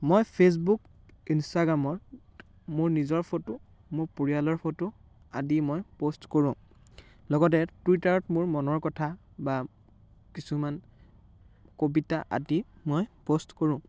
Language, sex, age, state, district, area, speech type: Assamese, male, 18-30, Assam, Biswanath, rural, spontaneous